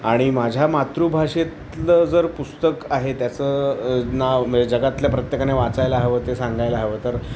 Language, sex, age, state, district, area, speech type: Marathi, male, 45-60, Maharashtra, Thane, rural, spontaneous